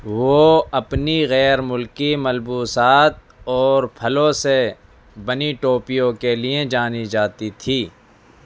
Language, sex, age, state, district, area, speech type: Urdu, male, 18-30, Delhi, East Delhi, urban, read